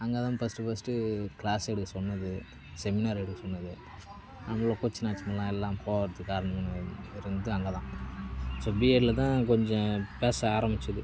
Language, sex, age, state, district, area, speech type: Tamil, male, 30-45, Tamil Nadu, Cuddalore, rural, spontaneous